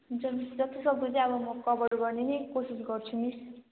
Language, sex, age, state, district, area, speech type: Nepali, female, 18-30, West Bengal, Kalimpong, rural, conversation